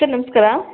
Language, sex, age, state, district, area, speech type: Kannada, female, 18-30, Karnataka, Bangalore Rural, rural, conversation